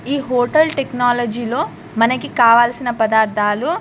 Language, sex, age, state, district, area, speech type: Telugu, female, 18-30, Telangana, Medak, rural, spontaneous